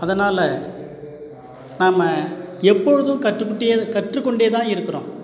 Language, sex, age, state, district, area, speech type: Tamil, male, 45-60, Tamil Nadu, Cuddalore, urban, spontaneous